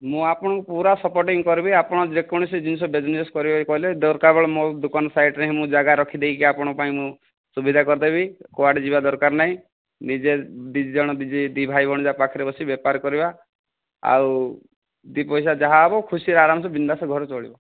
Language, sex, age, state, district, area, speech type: Odia, male, 45-60, Odisha, Kandhamal, rural, conversation